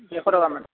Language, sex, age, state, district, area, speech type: Assamese, male, 18-30, Assam, Kamrup Metropolitan, urban, conversation